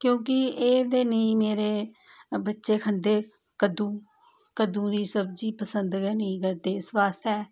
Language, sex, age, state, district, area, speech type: Dogri, female, 30-45, Jammu and Kashmir, Samba, rural, spontaneous